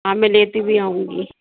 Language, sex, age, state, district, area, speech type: Urdu, female, 60+, Uttar Pradesh, Rampur, urban, conversation